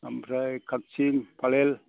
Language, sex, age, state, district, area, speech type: Bodo, male, 45-60, Assam, Kokrajhar, rural, conversation